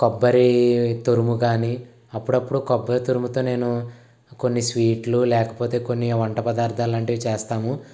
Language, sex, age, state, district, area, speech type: Telugu, male, 18-30, Andhra Pradesh, Eluru, rural, spontaneous